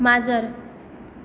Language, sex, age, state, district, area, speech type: Goan Konkani, female, 18-30, Goa, Tiswadi, rural, read